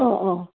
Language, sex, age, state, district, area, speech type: Assamese, female, 60+, Assam, Goalpara, urban, conversation